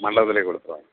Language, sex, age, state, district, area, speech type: Tamil, male, 45-60, Tamil Nadu, Perambalur, urban, conversation